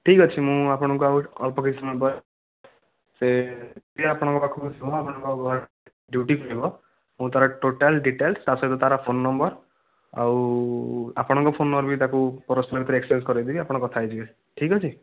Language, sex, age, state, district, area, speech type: Odia, male, 30-45, Odisha, Nayagarh, rural, conversation